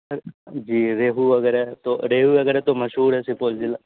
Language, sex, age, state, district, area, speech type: Urdu, male, 30-45, Bihar, Supaul, urban, conversation